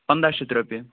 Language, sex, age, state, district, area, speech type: Kashmiri, male, 45-60, Jammu and Kashmir, Budgam, rural, conversation